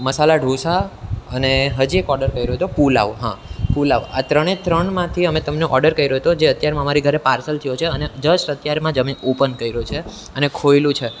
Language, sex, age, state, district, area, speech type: Gujarati, male, 18-30, Gujarat, Surat, urban, spontaneous